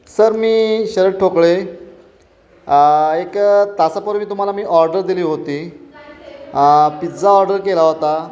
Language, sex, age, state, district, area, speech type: Marathi, male, 30-45, Maharashtra, Satara, urban, spontaneous